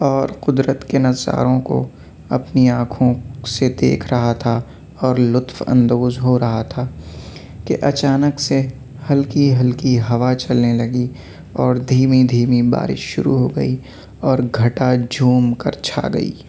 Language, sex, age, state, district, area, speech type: Urdu, male, 18-30, Delhi, Central Delhi, urban, spontaneous